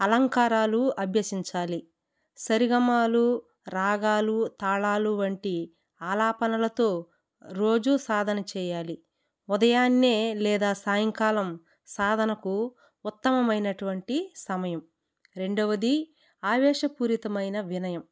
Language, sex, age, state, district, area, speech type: Telugu, female, 30-45, Andhra Pradesh, Kadapa, rural, spontaneous